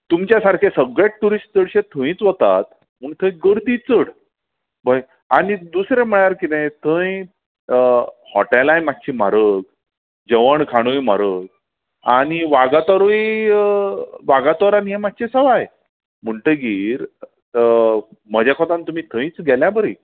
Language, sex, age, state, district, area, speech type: Goan Konkani, male, 45-60, Goa, Bardez, urban, conversation